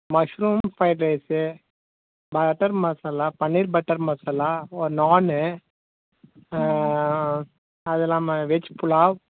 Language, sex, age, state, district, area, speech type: Tamil, male, 45-60, Tamil Nadu, Tiruvannamalai, rural, conversation